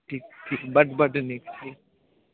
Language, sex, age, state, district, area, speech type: Maithili, male, 45-60, Bihar, Sitamarhi, rural, conversation